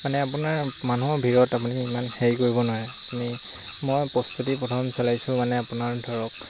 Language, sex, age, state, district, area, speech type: Assamese, male, 18-30, Assam, Lakhimpur, rural, spontaneous